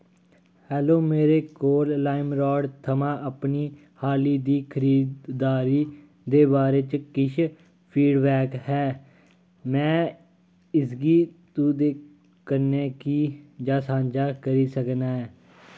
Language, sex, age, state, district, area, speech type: Dogri, male, 30-45, Jammu and Kashmir, Kathua, rural, read